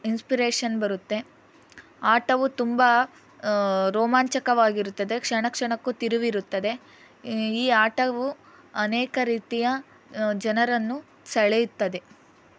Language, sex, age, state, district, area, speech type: Kannada, female, 18-30, Karnataka, Chitradurga, rural, spontaneous